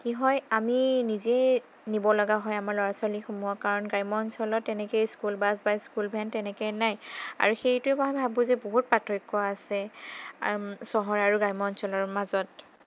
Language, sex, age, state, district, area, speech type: Assamese, female, 30-45, Assam, Sonitpur, rural, spontaneous